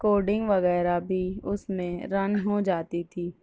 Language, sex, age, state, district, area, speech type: Urdu, female, 18-30, Maharashtra, Nashik, urban, spontaneous